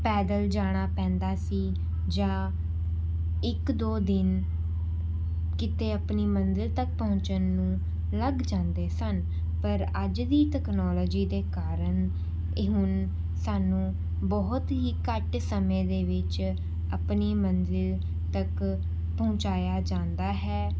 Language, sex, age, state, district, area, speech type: Punjabi, female, 18-30, Punjab, Rupnagar, urban, spontaneous